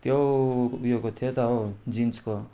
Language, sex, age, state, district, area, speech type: Nepali, male, 18-30, West Bengal, Darjeeling, rural, spontaneous